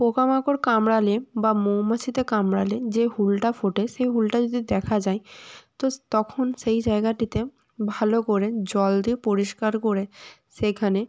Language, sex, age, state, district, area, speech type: Bengali, female, 18-30, West Bengal, North 24 Parganas, rural, spontaneous